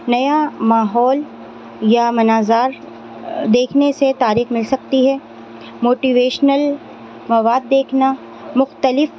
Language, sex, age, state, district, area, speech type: Urdu, female, 30-45, Delhi, Central Delhi, urban, spontaneous